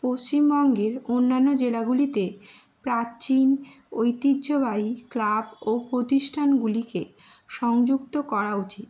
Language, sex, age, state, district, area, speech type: Bengali, female, 18-30, West Bengal, Howrah, urban, spontaneous